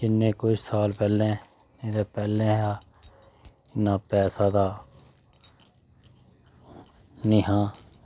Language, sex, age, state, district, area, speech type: Dogri, male, 30-45, Jammu and Kashmir, Udhampur, rural, spontaneous